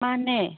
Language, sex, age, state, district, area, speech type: Manipuri, female, 45-60, Manipur, Chandel, rural, conversation